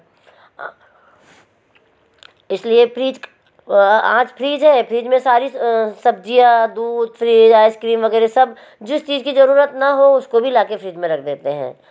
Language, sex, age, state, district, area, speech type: Hindi, female, 45-60, Madhya Pradesh, Betul, urban, spontaneous